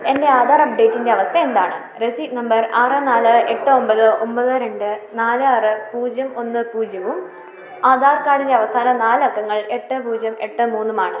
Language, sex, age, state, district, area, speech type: Malayalam, female, 30-45, Kerala, Idukki, rural, read